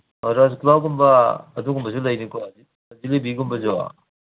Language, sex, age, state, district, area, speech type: Manipuri, male, 60+, Manipur, Kangpokpi, urban, conversation